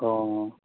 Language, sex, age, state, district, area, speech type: Manipuri, male, 30-45, Manipur, Kakching, rural, conversation